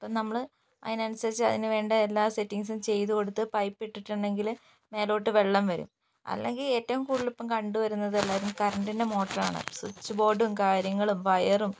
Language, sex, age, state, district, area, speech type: Malayalam, female, 18-30, Kerala, Wayanad, rural, spontaneous